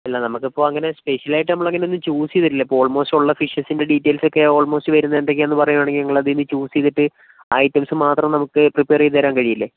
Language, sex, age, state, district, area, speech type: Malayalam, male, 30-45, Kerala, Kozhikode, urban, conversation